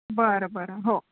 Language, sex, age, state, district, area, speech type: Marathi, female, 60+, Maharashtra, Nagpur, urban, conversation